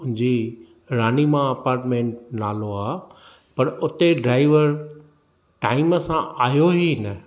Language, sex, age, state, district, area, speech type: Sindhi, male, 45-60, Maharashtra, Thane, urban, spontaneous